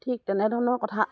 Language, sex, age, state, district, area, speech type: Assamese, female, 60+, Assam, Dibrugarh, rural, spontaneous